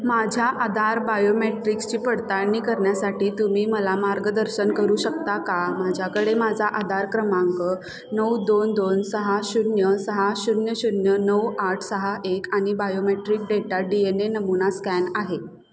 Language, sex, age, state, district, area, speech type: Marathi, female, 18-30, Maharashtra, Kolhapur, urban, read